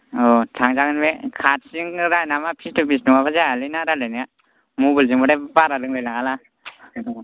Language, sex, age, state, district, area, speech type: Bodo, male, 18-30, Assam, Kokrajhar, rural, conversation